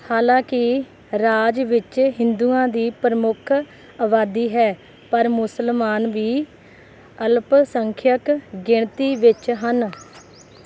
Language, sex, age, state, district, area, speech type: Punjabi, female, 18-30, Punjab, Rupnagar, rural, read